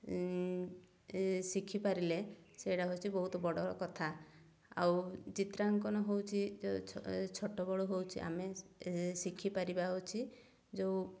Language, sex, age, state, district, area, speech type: Odia, female, 30-45, Odisha, Mayurbhanj, rural, spontaneous